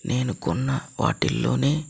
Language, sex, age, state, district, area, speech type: Telugu, male, 30-45, Andhra Pradesh, Chittoor, urban, spontaneous